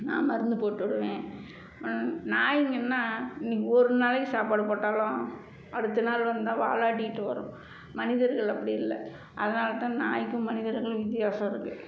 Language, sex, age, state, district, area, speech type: Tamil, female, 45-60, Tamil Nadu, Salem, rural, spontaneous